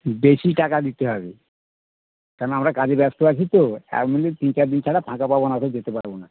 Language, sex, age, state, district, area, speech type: Bengali, male, 30-45, West Bengal, Birbhum, urban, conversation